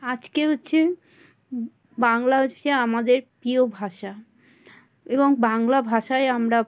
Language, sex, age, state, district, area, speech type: Bengali, female, 60+, West Bengal, South 24 Parganas, rural, spontaneous